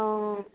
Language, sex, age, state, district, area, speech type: Assamese, female, 30-45, Assam, Dibrugarh, rural, conversation